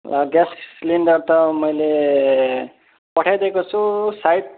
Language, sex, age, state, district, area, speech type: Nepali, male, 30-45, West Bengal, Kalimpong, rural, conversation